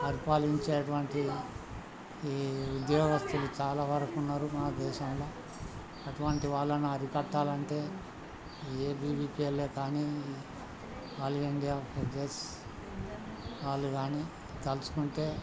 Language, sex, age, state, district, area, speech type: Telugu, male, 60+, Telangana, Hanamkonda, rural, spontaneous